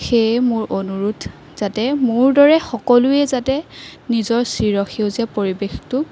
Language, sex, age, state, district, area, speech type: Assamese, female, 18-30, Assam, Biswanath, rural, spontaneous